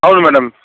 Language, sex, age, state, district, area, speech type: Telugu, female, 60+, Andhra Pradesh, Chittoor, rural, conversation